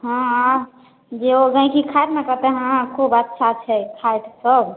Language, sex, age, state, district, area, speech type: Maithili, female, 18-30, Bihar, Samastipur, rural, conversation